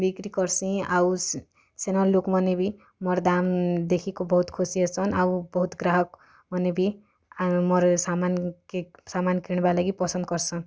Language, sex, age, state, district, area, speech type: Odia, female, 18-30, Odisha, Kalahandi, rural, spontaneous